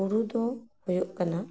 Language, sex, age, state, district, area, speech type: Santali, female, 30-45, West Bengal, Paschim Bardhaman, urban, spontaneous